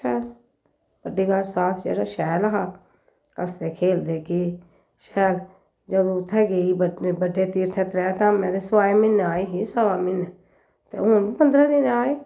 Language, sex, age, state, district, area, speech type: Dogri, female, 60+, Jammu and Kashmir, Jammu, urban, spontaneous